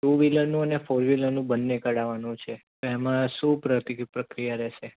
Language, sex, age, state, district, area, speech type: Gujarati, male, 18-30, Gujarat, Anand, urban, conversation